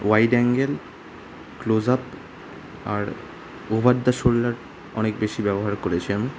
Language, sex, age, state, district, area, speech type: Bengali, male, 18-30, West Bengal, Kolkata, urban, spontaneous